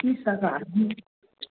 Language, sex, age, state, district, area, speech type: Hindi, male, 30-45, Uttar Pradesh, Mau, rural, conversation